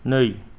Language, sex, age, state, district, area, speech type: Bodo, male, 45-60, Assam, Kokrajhar, rural, read